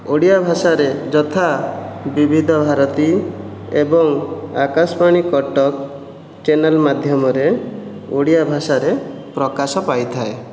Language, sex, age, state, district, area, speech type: Odia, male, 18-30, Odisha, Jajpur, rural, spontaneous